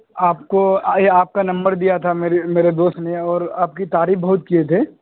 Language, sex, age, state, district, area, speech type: Urdu, male, 18-30, Bihar, Purnia, rural, conversation